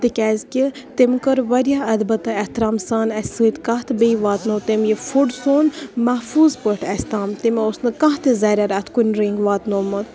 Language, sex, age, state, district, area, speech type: Kashmiri, female, 18-30, Jammu and Kashmir, Bandipora, rural, spontaneous